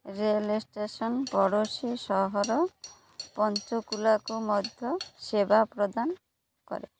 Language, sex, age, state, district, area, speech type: Odia, female, 30-45, Odisha, Malkangiri, urban, read